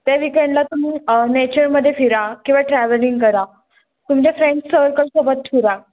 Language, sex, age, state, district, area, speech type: Marathi, female, 18-30, Maharashtra, Pune, urban, conversation